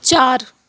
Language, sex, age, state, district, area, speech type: Urdu, female, 45-60, Uttar Pradesh, Aligarh, rural, read